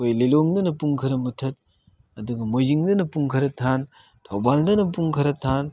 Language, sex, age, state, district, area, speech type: Manipuri, male, 30-45, Manipur, Thoubal, rural, spontaneous